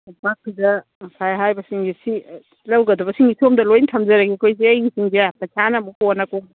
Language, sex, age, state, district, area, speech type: Manipuri, female, 45-60, Manipur, Kangpokpi, urban, conversation